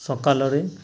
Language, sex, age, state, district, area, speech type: Odia, male, 18-30, Odisha, Nuapada, urban, spontaneous